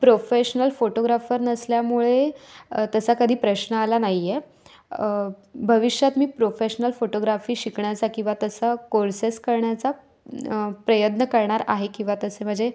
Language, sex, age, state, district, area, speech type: Marathi, female, 18-30, Maharashtra, Raigad, rural, spontaneous